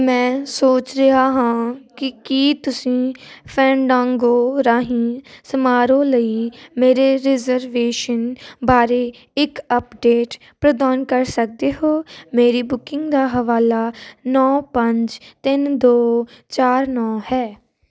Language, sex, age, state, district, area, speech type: Punjabi, female, 18-30, Punjab, Moga, rural, read